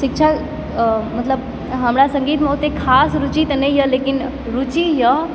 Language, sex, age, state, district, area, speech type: Maithili, female, 18-30, Bihar, Supaul, urban, spontaneous